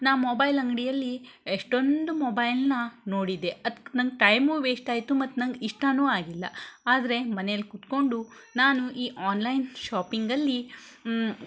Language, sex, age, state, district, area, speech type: Kannada, female, 60+, Karnataka, Shimoga, rural, spontaneous